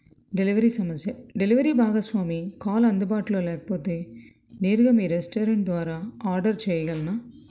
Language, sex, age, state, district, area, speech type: Telugu, female, 30-45, Andhra Pradesh, Krishna, urban, spontaneous